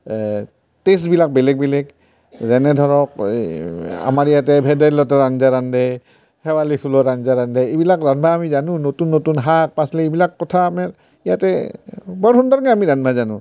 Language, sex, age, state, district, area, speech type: Assamese, male, 60+, Assam, Barpeta, rural, spontaneous